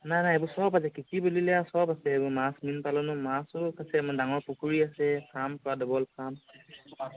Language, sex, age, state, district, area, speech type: Assamese, male, 18-30, Assam, Sivasagar, urban, conversation